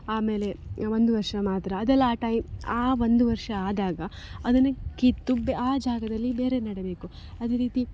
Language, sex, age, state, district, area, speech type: Kannada, female, 18-30, Karnataka, Dakshina Kannada, rural, spontaneous